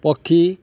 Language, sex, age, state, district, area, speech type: Odia, male, 60+, Odisha, Balangir, urban, read